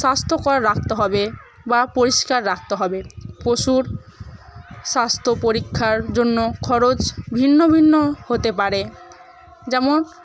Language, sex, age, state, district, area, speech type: Bengali, female, 18-30, West Bengal, Murshidabad, rural, spontaneous